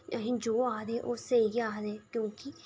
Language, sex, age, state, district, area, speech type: Dogri, female, 18-30, Jammu and Kashmir, Reasi, rural, spontaneous